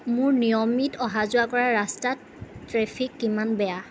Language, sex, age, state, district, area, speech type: Assamese, female, 30-45, Assam, Lakhimpur, rural, read